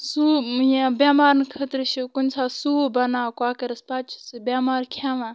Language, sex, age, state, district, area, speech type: Kashmiri, female, 30-45, Jammu and Kashmir, Bandipora, rural, spontaneous